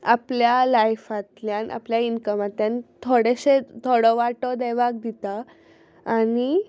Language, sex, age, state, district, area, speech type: Goan Konkani, female, 18-30, Goa, Tiswadi, rural, spontaneous